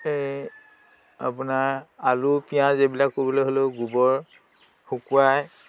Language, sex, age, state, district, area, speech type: Assamese, male, 60+, Assam, Dhemaji, rural, spontaneous